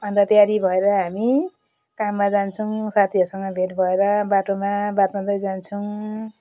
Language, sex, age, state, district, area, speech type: Nepali, female, 45-60, West Bengal, Jalpaiguri, rural, spontaneous